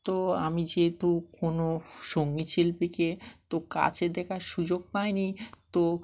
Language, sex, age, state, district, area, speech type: Bengali, male, 30-45, West Bengal, Dakshin Dinajpur, urban, spontaneous